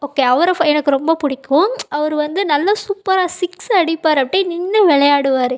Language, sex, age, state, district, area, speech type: Tamil, female, 18-30, Tamil Nadu, Ariyalur, rural, spontaneous